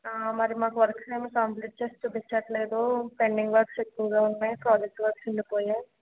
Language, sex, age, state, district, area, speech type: Telugu, female, 18-30, Andhra Pradesh, Konaseema, urban, conversation